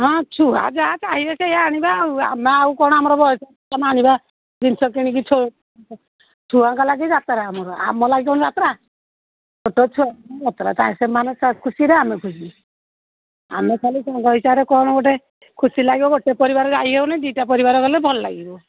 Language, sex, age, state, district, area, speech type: Odia, female, 60+, Odisha, Jharsuguda, rural, conversation